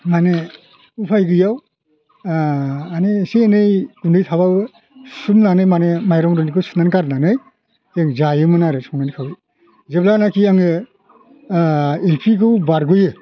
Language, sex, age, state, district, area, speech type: Bodo, male, 60+, Assam, Kokrajhar, urban, spontaneous